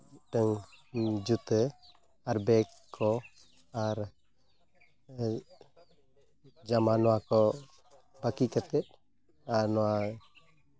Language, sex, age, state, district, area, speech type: Santali, male, 30-45, Jharkhand, East Singhbhum, rural, spontaneous